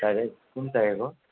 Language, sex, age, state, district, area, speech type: Nepali, male, 18-30, West Bengal, Alipurduar, rural, conversation